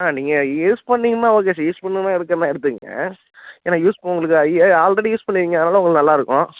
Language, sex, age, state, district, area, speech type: Tamil, male, 18-30, Tamil Nadu, Nagapattinam, rural, conversation